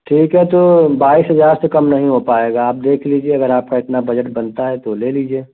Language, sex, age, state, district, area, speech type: Hindi, male, 30-45, Uttar Pradesh, Prayagraj, urban, conversation